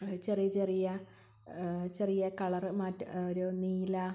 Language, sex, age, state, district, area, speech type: Malayalam, female, 45-60, Kerala, Wayanad, rural, spontaneous